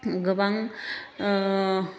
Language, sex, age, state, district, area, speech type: Bodo, female, 45-60, Assam, Chirang, urban, spontaneous